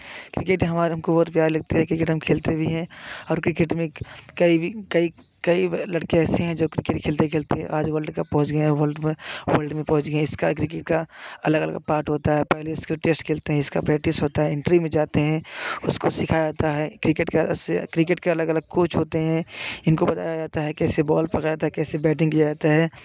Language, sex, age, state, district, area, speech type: Hindi, male, 30-45, Uttar Pradesh, Jaunpur, urban, spontaneous